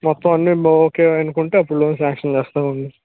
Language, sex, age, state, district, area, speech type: Telugu, male, 18-30, Andhra Pradesh, Srikakulam, rural, conversation